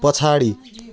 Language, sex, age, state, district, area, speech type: Nepali, male, 30-45, West Bengal, Jalpaiguri, urban, read